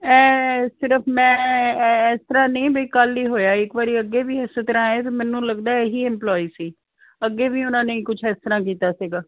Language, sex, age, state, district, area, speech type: Punjabi, female, 60+, Punjab, Fazilka, rural, conversation